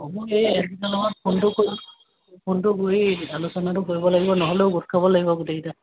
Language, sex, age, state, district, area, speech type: Assamese, male, 45-60, Assam, Lakhimpur, rural, conversation